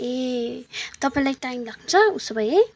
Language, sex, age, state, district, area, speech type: Nepali, female, 18-30, West Bengal, Kalimpong, rural, spontaneous